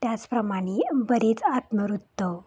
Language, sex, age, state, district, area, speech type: Marathi, female, 18-30, Maharashtra, Satara, urban, spontaneous